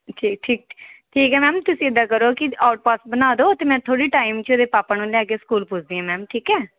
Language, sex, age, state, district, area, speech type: Punjabi, female, 30-45, Punjab, Pathankot, rural, conversation